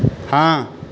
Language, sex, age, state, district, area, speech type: Urdu, male, 18-30, Uttar Pradesh, Shahjahanpur, urban, read